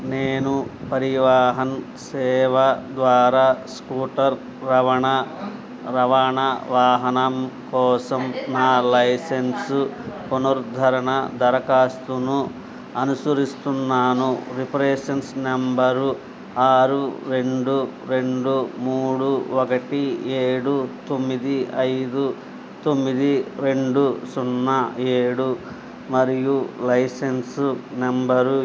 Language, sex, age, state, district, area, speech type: Telugu, male, 60+, Andhra Pradesh, Eluru, rural, read